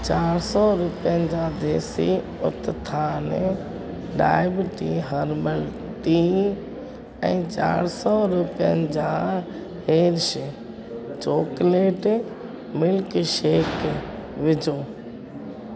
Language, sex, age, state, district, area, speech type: Sindhi, female, 45-60, Gujarat, Junagadh, rural, read